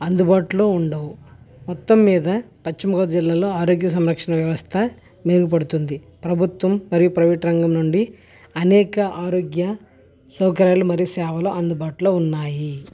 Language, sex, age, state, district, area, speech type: Telugu, male, 30-45, Andhra Pradesh, West Godavari, rural, spontaneous